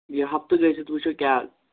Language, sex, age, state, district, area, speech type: Kashmiri, male, 18-30, Jammu and Kashmir, Shopian, rural, conversation